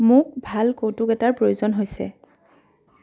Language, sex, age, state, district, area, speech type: Assamese, female, 30-45, Assam, Dhemaji, rural, read